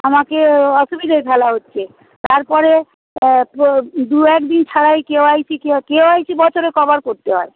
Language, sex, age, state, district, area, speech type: Bengali, female, 45-60, West Bengal, Hooghly, rural, conversation